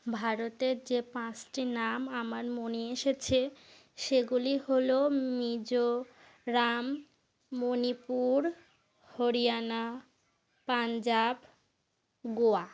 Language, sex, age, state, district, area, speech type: Bengali, female, 45-60, West Bengal, North 24 Parganas, rural, spontaneous